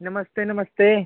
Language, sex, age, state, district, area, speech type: Dogri, male, 18-30, Jammu and Kashmir, Samba, rural, conversation